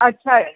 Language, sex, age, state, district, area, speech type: Marathi, female, 45-60, Maharashtra, Buldhana, urban, conversation